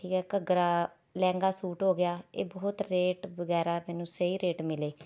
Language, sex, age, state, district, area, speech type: Punjabi, female, 30-45, Punjab, Rupnagar, urban, spontaneous